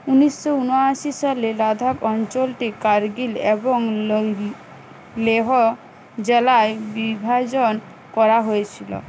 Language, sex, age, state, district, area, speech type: Bengali, female, 18-30, West Bengal, Uttar Dinajpur, urban, read